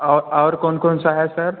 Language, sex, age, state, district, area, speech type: Hindi, male, 18-30, Uttar Pradesh, Mirzapur, rural, conversation